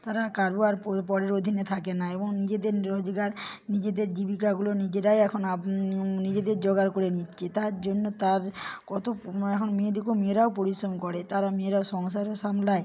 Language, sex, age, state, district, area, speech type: Bengali, female, 45-60, West Bengal, Purba Medinipur, rural, spontaneous